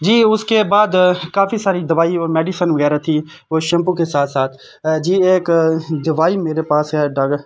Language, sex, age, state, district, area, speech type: Urdu, male, 18-30, Jammu and Kashmir, Srinagar, urban, spontaneous